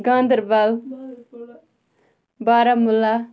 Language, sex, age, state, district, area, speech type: Kashmiri, female, 18-30, Jammu and Kashmir, Kupwara, urban, spontaneous